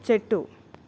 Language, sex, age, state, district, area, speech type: Telugu, female, 18-30, Telangana, Nalgonda, urban, read